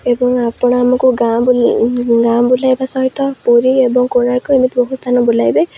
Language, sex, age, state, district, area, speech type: Odia, female, 18-30, Odisha, Jagatsinghpur, rural, spontaneous